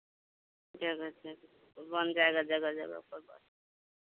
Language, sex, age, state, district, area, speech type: Hindi, female, 30-45, Bihar, Vaishali, rural, conversation